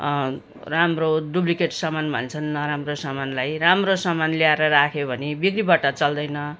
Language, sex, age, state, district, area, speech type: Nepali, female, 60+, West Bengal, Jalpaiguri, urban, spontaneous